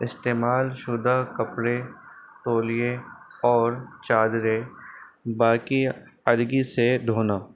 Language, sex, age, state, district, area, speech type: Urdu, male, 30-45, Delhi, North East Delhi, urban, spontaneous